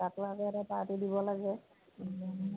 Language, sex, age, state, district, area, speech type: Assamese, female, 45-60, Assam, Majuli, rural, conversation